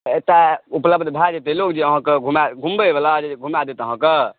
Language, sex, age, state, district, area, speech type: Maithili, male, 30-45, Bihar, Saharsa, urban, conversation